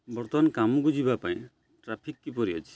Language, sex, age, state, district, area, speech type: Odia, male, 45-60, Odisha, Jagatsinghpur, urban, read